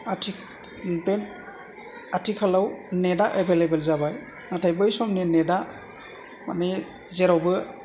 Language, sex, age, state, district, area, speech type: Bodo, male, 60+, Assam, Chirang, rural, spontaneous